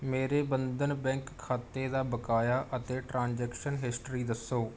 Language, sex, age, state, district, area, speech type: Punjabi, male, 18-30, Punjab, Rupnagar, urban, read